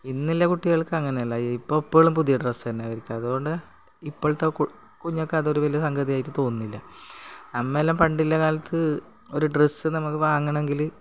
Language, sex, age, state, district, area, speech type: Malayalam, female, 45-60, Kerala, Kasaragod, rural, spontaneous